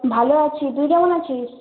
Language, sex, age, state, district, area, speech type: Bengali, female, 18-30, West Bengal, Purulia, rural, conversation